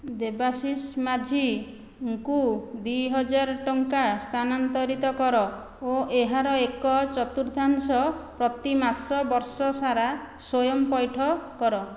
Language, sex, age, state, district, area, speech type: Odia, female, 45-60, Odisha, Khordha, rural, read